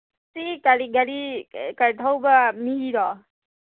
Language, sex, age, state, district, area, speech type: Manipuri, female, 30-45, Manipur, Imphal East, rural, conversation